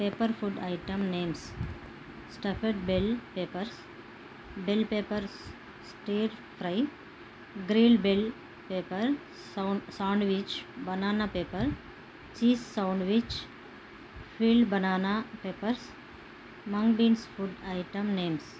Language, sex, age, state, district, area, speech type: Telugu, female, 30-45, Telangana, Bhadradri Kothagudem, urban, spontaneous